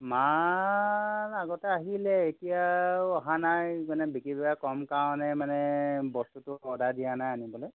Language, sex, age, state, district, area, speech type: Assamese, male, 60+, Assam, Golaghat, urban, conversation